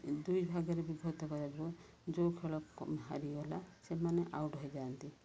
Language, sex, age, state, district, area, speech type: Odia, female, 45-60, Odisha, Ganjam, urban, spontaneous